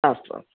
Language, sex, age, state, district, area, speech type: Sanskrit, female, 45-60, Kerala, Thiruvananthapuram, urban, conversation